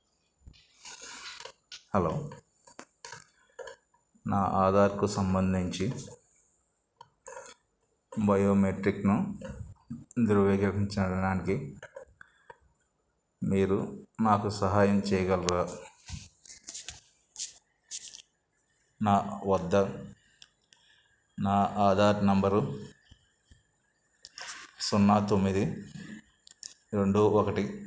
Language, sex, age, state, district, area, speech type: Telugu, male, 45-60, Andhra Pradesh, N T Rama Rao, urban, read